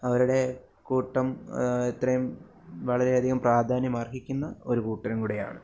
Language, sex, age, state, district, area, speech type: Malayalam, male, 18-30, Kerala, Alappuzha, rural, spontaneous